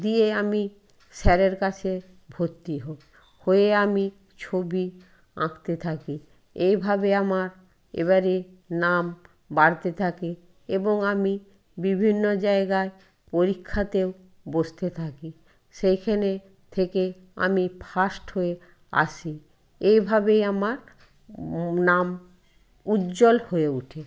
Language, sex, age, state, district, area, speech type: Bengali, female, 60+, West Bengal, Purba Medinipur, rural, spontaneous